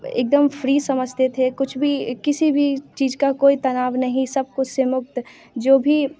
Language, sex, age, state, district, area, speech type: Hindi, female, 18-30, Bihar, Muzaffarpur, rural, spontaneous